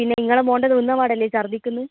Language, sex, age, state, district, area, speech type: Malayalam, female, 18-30, Kerala, Kannur, rural, conversation